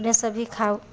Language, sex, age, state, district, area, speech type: Maithili, female, 18-30, Bihar, Samastipur, urban, spontaneous